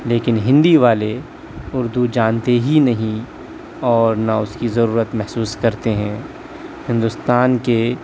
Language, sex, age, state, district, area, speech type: Urdu, male, 18-30, Delhi, South Delhi, urban, spontaneous